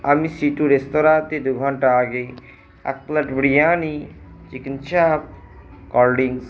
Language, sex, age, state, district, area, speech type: Bengali, male, 60+, West Bengal, Purba Bardhaman, urban, spontaneous